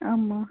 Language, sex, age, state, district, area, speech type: Tamil, female, 30-45, Tamil Nadu, Pudukkottai, rural, conversation